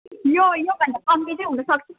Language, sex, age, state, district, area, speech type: Nepali, female, 18-30, West Bengal, Alipurduar, urban, conversation